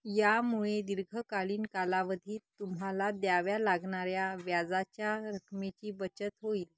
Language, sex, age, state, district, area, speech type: Marathi, female, 30-45, Maharashtra, Nagpur, urban, read